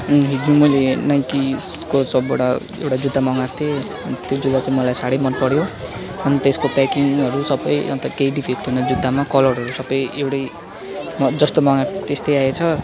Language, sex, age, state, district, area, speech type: Nepali, male, 18-30, West Bengal, Kalimpong, rural, spontaneous